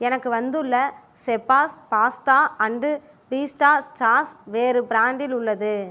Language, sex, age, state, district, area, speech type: Tamil, female, 18-30, Tamil Nadu, Ariyalur, rural, read